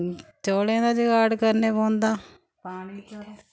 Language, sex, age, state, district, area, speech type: Dogri, female, 30-45, Jammu and Kashmir, Samba, rural, spontaneous